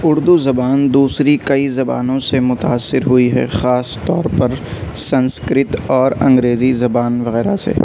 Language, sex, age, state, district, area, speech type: Urdu, male, 18-30, Delhi, North West Delhi, urban, spontaneous